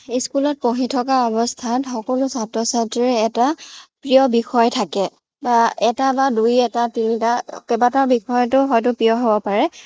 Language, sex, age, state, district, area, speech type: Assamese, female, 30-45, Assam, Morigaon, rural, spontaneous